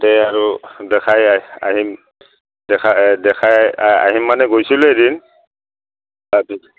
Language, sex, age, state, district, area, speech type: Assamese, male, 60+, Assam, Udalguri, rural, conversation